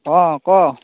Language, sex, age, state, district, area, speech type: Assamese, male, 18-30, Assam, Majuli, urban, conversation